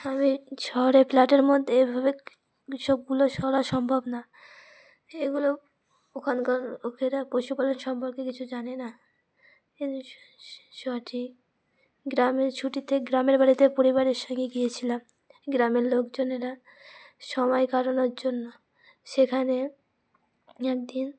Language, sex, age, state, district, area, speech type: Bengali, female, 18-30, West Bengal, Uttar Dinajpur, urban, spontaneous